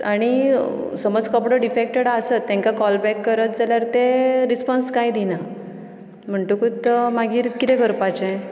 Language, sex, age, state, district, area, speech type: Goan Konkani, female, 30-45, Goa, Ponda, rural, spontaneous